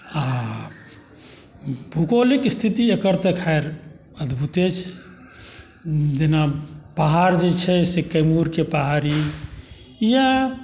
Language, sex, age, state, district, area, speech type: Maithili, male, 60+, Bihar, Saharsa, rural, spontaneous